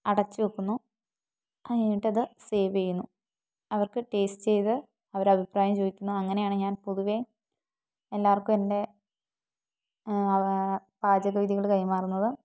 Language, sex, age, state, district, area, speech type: Malayalam, female, 18-30, Kerala, Wayanad, rural, spontaneous